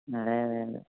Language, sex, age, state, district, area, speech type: Malayalam, male, 18-30, Kerala, Idukki, rural, conversation